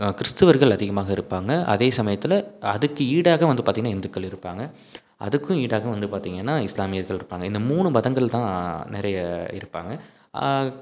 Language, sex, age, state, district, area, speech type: Tamil, male, 18-30, Tamil Nadu, Salem, rural, spontaneous